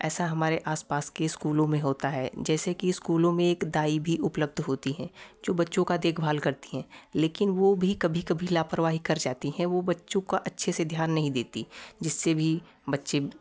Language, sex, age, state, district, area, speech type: Hindi, male, 18-30, Uttar Pradesh, Prayagraj, rural, spontaneous